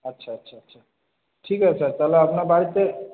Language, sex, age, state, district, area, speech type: Bengali, male, 45-60, West Bengal, Paschim Bardhaman, rural, conversation